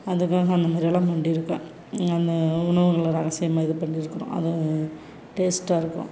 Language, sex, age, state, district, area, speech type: Tamil, female, 30-45, Tamil Nadu, Salem, rural, spontaneous